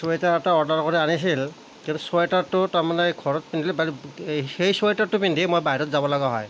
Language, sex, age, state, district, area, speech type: Assamese, male, 45-60, Assam, Nalbari, rural, spontaneous